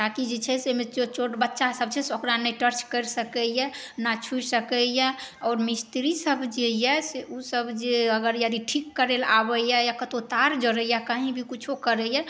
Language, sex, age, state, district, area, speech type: Maithili, female, 18-30, Bihar, Saharsa, urban, spontaneous